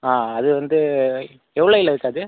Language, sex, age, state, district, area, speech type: Tamil, male, 30-45, Tamil Nadu, Viluppuram, rural, conversation